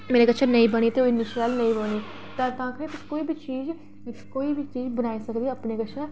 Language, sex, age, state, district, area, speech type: Dogri, female, 30-45, Jammu and Kashmir, Reasi, urban, spontaneous